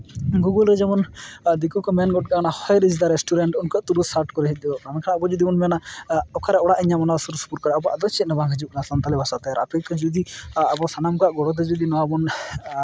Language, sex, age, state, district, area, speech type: Santali, male, 18-30, West Bengal, Purulia, rural, spontaneous